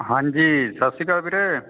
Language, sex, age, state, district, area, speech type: Punjabi, male, 30-45, Punjab, Fatehgarh Sahib, urban, conversation